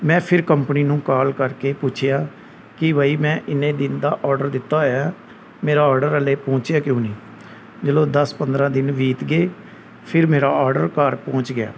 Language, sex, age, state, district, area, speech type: Punjabi, male, 30-45, Punjab, Gurdaspur, rural, spontaneous